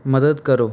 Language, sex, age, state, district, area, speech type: Punjabi, male, 18-30, Punjab, Mansa, rural, read